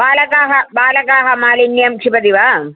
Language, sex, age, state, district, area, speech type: Sanskrit, female, 45-60, Kerala, Thiruvananthapuram, urban, conversation